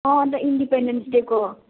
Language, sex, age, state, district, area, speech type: Nepali, female, 18-30, West Bengal, Jalpaiguri, urban, conversation